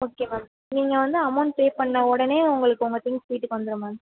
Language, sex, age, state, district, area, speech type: Tamil, female, 18-30, Tamil Nadu, Sivaganga, rural, conversation